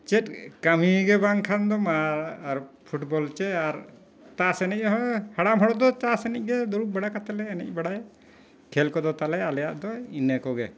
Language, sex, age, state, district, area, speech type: Santali, male, 60+, Jharkhand, Bokaro, rural, spontaneous